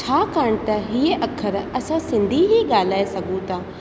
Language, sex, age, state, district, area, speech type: Sindhi, female, 45-60, Rajasthan, Ajmer, urban, spontaneous